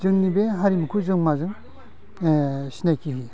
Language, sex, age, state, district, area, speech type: Bodo, male, 45-60, Assam, Udalguri, rural, spontaneous